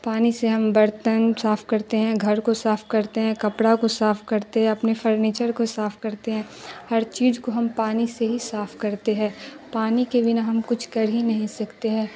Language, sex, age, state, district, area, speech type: Urdu, female, 30-45, Bihar, Darbhanga, rural, spontaneous